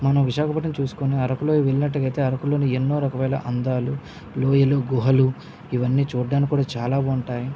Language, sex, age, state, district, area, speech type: Telugu, male, 30-45, Andhra Pradesh, Visakhapatnam, urban, spontaneous